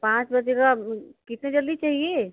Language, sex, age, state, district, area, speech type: Hindi, female, 30-45, Uttar Pradesh, Chandauli, rural, conversation